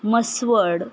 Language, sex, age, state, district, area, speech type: Marathi, female, 18-30, Maharashtra, Satara, rural, spontaneous